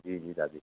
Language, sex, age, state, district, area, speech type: Sindhi, male, 30-45, Gujarat, Surat, urban, conversation